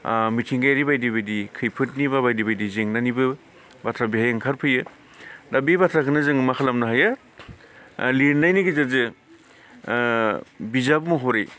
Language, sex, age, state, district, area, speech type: Bodo, male, 45-60, Assam, Baksa, urban, spontaneous